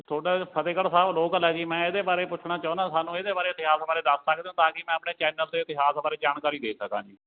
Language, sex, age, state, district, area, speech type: Punjabi, male, 45-60, Punjab, Fatehgarh Sahib, rural, conversation